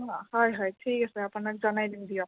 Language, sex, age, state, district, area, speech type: Assamese, female, 30-45, Assam, Dhemaji, urban, conversation